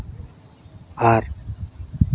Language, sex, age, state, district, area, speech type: Santali, male, 30-45, Jharkhand, Seraikela Kharsawan, rural, spontaneous